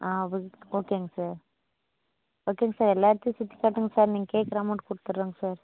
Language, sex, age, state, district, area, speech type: Tamil, female, 30-45, Tamil Nadu, Dharmapuri, rural, conversation